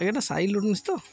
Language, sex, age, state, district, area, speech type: Odia, male, 30-45, Odisha, Jagatsinghpur, rural, spontaneous